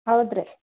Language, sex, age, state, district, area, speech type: Kannada, female, 60+, Karnataka, Belgaum, rural, conversation